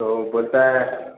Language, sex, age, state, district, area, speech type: Hindi, male, 30-45, Bihar, Darbhanga, rural, conversation